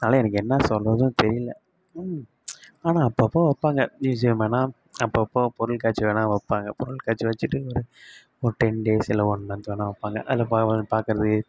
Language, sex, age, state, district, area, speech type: Tamil, male, 18-30, Tamil Nadu, Kallakurichi, rural, spontaneous